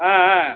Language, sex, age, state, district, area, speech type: Tamil, male, 45-60, Tamil Nadu, Viluppuram, rural, conversation